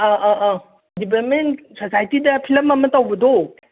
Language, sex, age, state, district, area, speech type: Manipuri, female, 60+, Manipur, Imphal East, rural, conversation